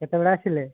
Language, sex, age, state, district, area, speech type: Odia, male, 45-60, Odisha, Mayurbhanj, rural, conversation